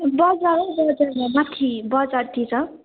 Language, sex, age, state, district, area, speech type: Nepali, female, 18-30, West Bengal, Darjeeling, rural, conversation